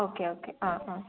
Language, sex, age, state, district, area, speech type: Malayalam, female, 18-30, Kerala, Thiruvananthapuram, rural, conversation